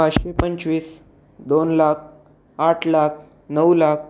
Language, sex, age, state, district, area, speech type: Marathi, male, 18-30, Maharashtra, Raigad, rural, spontaneous